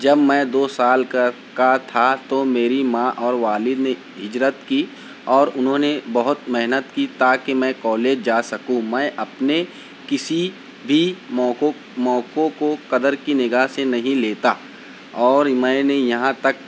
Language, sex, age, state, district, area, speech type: Urdu, male, 30-45, Maharashtra, Nashik, urban, spontaneous